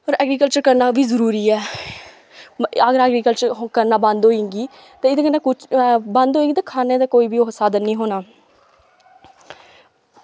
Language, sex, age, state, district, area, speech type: Dogri, female, 18-30, Jammu and Kashmir, Kathua, rural, spontaneous